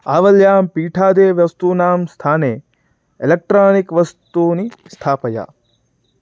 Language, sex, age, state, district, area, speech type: Sanskrit, male, 18-30, Karnataka, Shimoga, rural, read